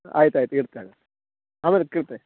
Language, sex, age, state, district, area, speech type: Kannada, male, 18-30, Karnataka, Uttara Kannada, rural, conversation